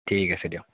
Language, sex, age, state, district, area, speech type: Assamese, male, 18-30, Assam, Barpeta, rural, conversation